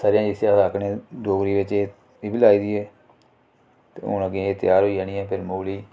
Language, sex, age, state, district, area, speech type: Dogri, male, 45-60, Jammu and Kashmir, Reasi, rural, spontaneous